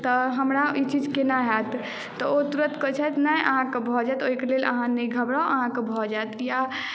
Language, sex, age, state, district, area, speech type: Maithili, male, 18-30, Bihar, Madhubani, rural, spontaneous